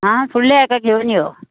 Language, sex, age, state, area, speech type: Goan Konkani, female, 45-60, Maharashtra, urban, conversation